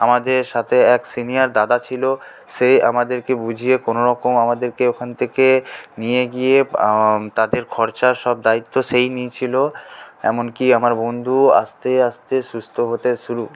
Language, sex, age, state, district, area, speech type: Bengali, male, 18-30, West Bengal, Paschim Bardhaman, rural, spontaneous